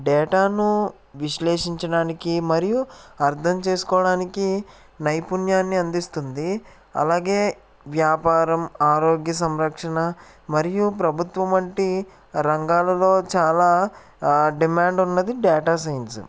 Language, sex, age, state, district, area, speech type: Telugu, male, 18-30, Andhra Pradesh, Eluru, rural, spontaneous